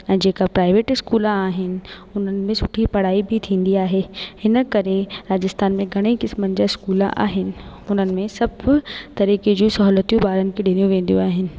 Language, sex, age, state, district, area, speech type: Sindhi, female, 18-30, Rajasthan, Ajmer, urban, spontaneous